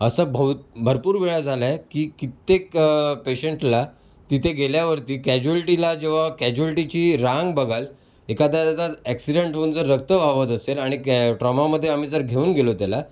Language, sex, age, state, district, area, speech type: Marathi, male, 30-45, Maharashtra, Mumbai City, urban, spontaneous